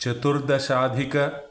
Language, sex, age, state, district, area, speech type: Sanskrit, male, 45-60, Telangana, Ranga Reddy, urban, spontaneous